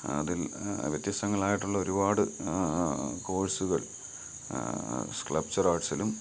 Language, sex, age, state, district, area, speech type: Malayalam, male, 30-45, Kerala, Kottayam, rural, spontaneous